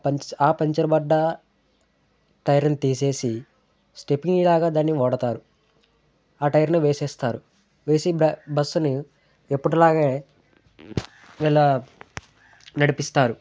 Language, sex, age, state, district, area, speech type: Telugu, male, 18-30, Telangana, Sangareddy, urban, spontaneous